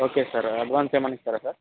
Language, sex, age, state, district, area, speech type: Telugu, male, 45-60, Andhra Pradesh, Kadapa, rural, conversation